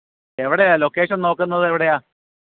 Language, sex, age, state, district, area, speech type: Malayalam, male, 45-60, Kerala, Alappuzha, urban, conversation